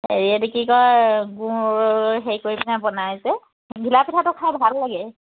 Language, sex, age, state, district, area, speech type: Assamese, female, 30-45, Assam, Charaideo, rural, conversation